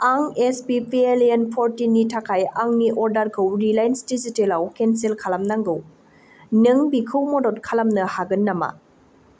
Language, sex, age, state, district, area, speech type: Bodo, female, 18-30, Assam, Baksa, rural, read